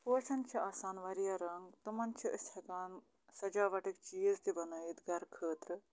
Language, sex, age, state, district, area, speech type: Kashmiri, female, 45-60, Jammu and Kashmir, Budgam, rural, spontaneous